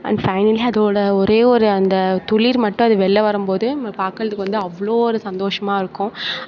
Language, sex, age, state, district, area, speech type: Tamil, female, 18-30, Tamil Nadu, Mayiladuthurai, rural, spontaneous